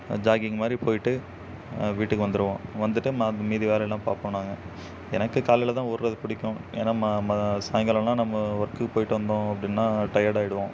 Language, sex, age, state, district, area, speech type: Tamil, male, 18-30, Tamil Nadu, Namakkal, rural, spontaneous